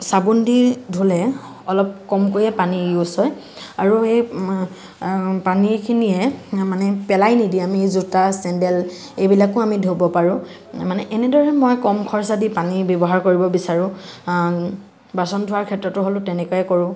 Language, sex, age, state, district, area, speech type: Assamese, female, 18-30, Assam, Tinsukia, rural, spontaneous